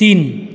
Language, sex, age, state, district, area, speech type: Marathi, male, 30-45, Maharashtra, Buldhana, urban, read